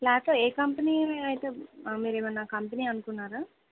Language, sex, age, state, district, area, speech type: Telugu, female, 18-30, Telangana, Nizamabad, rural, conversation